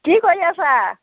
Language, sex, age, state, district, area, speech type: Assamese, female, 60+, Assam, Biswanath, rural, conversation